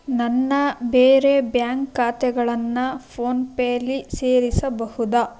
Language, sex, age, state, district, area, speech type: Kannada, female, 18-30, Karnataka, Chitradurga, rural, read